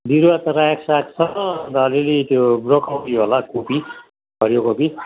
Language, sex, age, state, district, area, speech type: Nepali, male, 60+, West Bengal, Darjeeling, rural, conversation